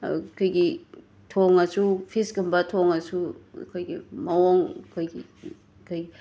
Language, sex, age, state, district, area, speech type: Manipuri, female, 30-45, Manipur, Imphal West, rural, spontaneous